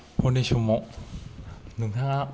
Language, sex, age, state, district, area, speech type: Bodo, male, 30-45, Assam, Kokrajhar, rural, spontaneous